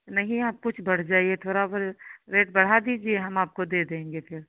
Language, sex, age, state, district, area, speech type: Hindi, female, 45-60, Uttar Pradesh, Sitapur, rural, conversation